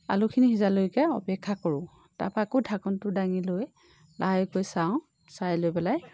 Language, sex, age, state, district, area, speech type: Assamese, female, 30-45, Assam, Lakhimpur, rural, spontaneous